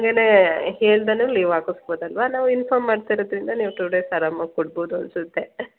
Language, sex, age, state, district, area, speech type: Kannada, female, 30-45, Karnataka, Hassan, urban, conversation